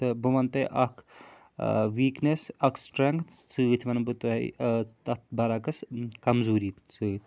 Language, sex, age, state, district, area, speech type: Kashmiri, male, 45-60, Jammu and Kashmir, Srinagar, urban, spontaneous